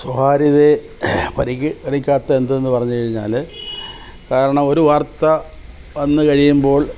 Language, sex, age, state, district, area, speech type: Malayalam, male, 60+, Kerala, Kollam, rural, spontaneous